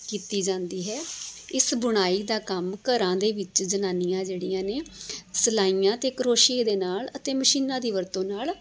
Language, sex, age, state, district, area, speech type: Punjabi, female, 45-60, Punjab, Tarn Taran, urban, spontaneous